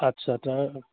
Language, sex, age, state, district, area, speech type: Assamese, male, 45-60, Assam, Udalguri, rural, conversation